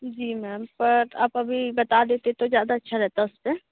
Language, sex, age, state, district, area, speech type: Hindi, female, 18-30, Madhya Pradesh, Betul, urban, conversation